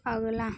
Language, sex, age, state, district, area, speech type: Hindi, female, 18-30, Uttar Pradesh, Chandauli, rural, read